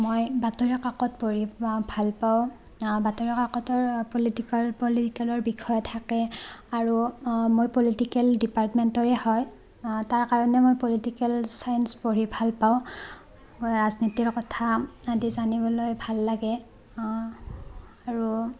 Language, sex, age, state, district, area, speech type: Assamese, female, 18-30, Assam, Barpeta, rural, spontaneous